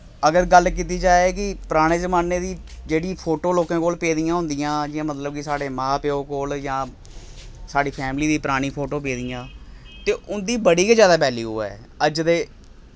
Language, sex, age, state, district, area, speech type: Dogri, male, 30-45, Jammu and Kashmir, Samba, rural, spontaneous